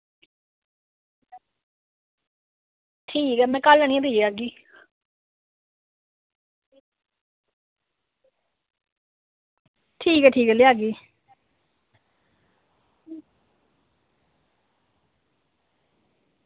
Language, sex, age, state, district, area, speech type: Dogri, female, 18-30, Jammu and Kashmir, Samba, rural, conversation